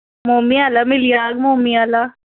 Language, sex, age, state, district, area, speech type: Dogri, female, 18-30, Jammu and Kashmir, Samba, urban, conversation